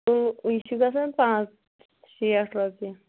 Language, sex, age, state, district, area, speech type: Kashmiri, female, 30-45, Jammu and Kashmir, Kulgam, rural, conversation